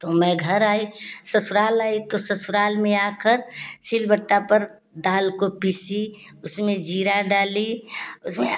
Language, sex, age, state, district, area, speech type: Hindi, female, 45-60, Uttar Pradesh, Ghazipur, rural, spontaneous